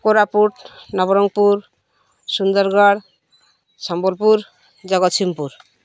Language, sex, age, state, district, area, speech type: Odia, female, 45-60, Odisha, Malkangiri, urban, spontaneous